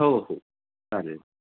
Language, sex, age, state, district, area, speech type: Marathi, male, 18-30, Maharashtra, Raigad, rural, conversation